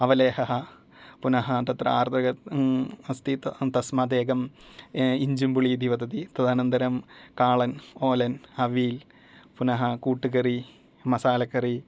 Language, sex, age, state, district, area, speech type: Sanskrit, male, 30-45, Kerala, Thrissur, urban, spontaneous